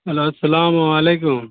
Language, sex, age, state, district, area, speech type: Urdu, male, 18-30, Bihar, Supaul, rural, conversation